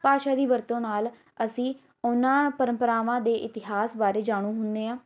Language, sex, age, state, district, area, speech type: Punjabi, female, 18-30, Punjab, Patiala, rural, spontaneous